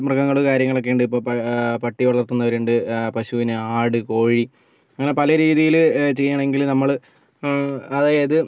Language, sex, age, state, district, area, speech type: Malayalam, male, 45-60, Kerala, Kozhikode, urban, spontaneous